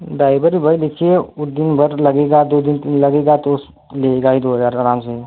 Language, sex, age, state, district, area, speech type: Hindi, male, 18-30, Uttar Pradesh, Mau, rural, conversation